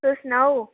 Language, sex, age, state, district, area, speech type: Dogri, female, 18-30, Jammu and Kashmir, Udhampur, urban, conversation